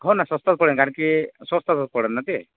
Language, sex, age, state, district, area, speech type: Marathi, male, 30-45, Maharashtra, Yavatmal, urban, conversation